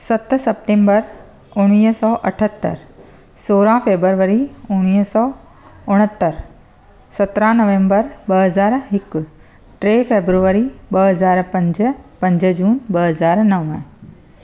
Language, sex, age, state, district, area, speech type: Sindhi, female, 45-60, Gujarat, Surat, urban, spontaneous